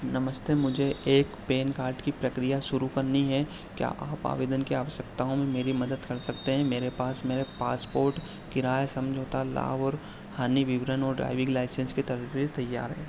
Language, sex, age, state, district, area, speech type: Hindi, male, 30-45, Madhya Pradesh, Harda, urban, read